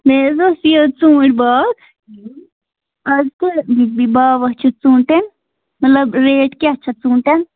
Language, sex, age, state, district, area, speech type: Kashmiri, female, 18-30, Jammu and Kashmir, Budgam, rural, conversation